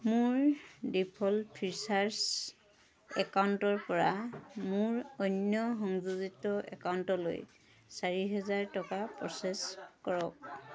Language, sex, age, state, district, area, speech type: Assamese, female, 30-45, Assam, Tinsukia, urban, read